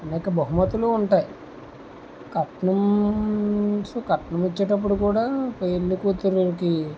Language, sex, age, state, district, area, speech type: Telugu, male, 30-45, Andhra Pradesh, Vizianagaram, rural, spontaneous